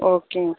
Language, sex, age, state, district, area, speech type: Tamil, female, 30-45, Tamil Nadu, Viluppuram, urban, conversation